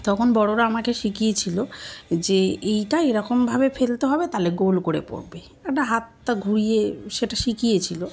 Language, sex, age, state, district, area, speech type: Bengali, female, 18-30, West Bengal, Dakshin Dinajpur, urban, spontaneous